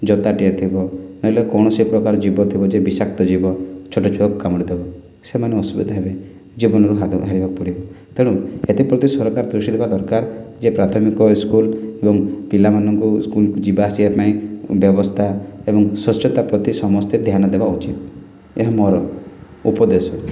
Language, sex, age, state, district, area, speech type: Odia, male, 30-45, Odisha, Kalahandi, rural, spontaneous